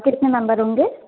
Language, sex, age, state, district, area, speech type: Hindi, female, 30-45, Madhya Pradesh, Jabalpur, urban, conversation